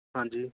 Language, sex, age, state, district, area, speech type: Punjabi, male, 18-30, Punjab, Fatehgarh Sahib, rural, conversation